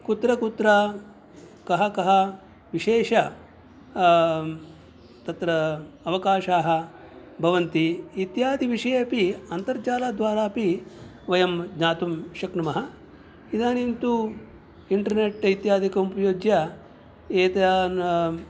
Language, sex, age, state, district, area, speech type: Sanskrit, male, 60+, Karnataka, Udupi, rural, spontaneous